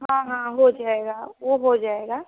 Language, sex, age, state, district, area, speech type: Hindi, female, 18-30, Uttar Pradesh, Sonbhadra, rural, conversation